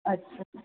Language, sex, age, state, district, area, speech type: Sindhi, female, 45-60, Gujarat, Surat, urban, conversation